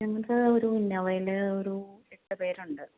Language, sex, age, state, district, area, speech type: Malayalam, female, 30-45, Kerala, Thiruvananthapuram, rural, conversation